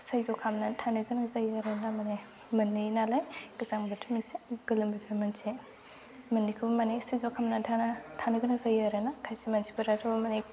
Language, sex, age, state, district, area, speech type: Bodo, female, 18-30, Assam, Udalguri, rural, spontaneous